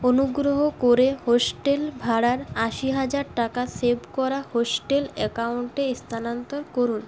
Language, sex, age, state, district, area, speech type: Bengali, female, 18-30, West Bengal, Paschim Bardhaman, urban, read